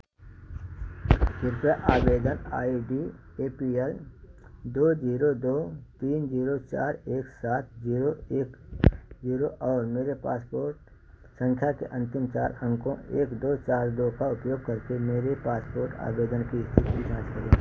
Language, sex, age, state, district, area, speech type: Hindi, male, 60+, Uttar Pradesh, Ayodhya, urban, read